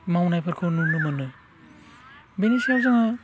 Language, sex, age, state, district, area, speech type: Bodo, male, 30-45, Assam, Udalguri, rural, spontaneous